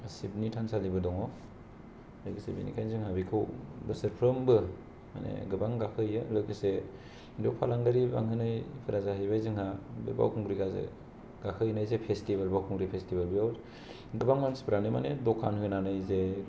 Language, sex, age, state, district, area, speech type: Bodo, male, 18-30, Assam, Kokrajhar, rural, spontaneous